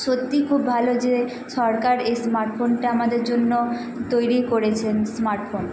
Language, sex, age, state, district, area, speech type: Bengali, female, 18-30, West Bengal, Nadia, rural, spontaneous